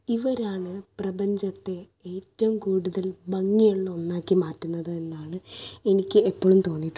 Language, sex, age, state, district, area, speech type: Malayalam, female, 18-30, Kerala, Thrissur, urban, spontaneous